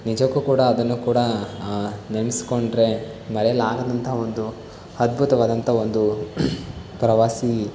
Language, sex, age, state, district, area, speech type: Kannada, male, 18-30, Karnataka, Davanagere, rural, spontaneous